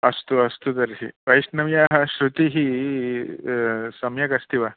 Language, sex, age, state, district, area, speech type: Sanskrit, male, 45-60, Andhra Pradesh, Chittoor, urban, conversation